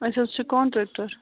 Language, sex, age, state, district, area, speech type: Kashmiri, female, 30-45, Jammu and Kashmir, Bandipora, rural, conversation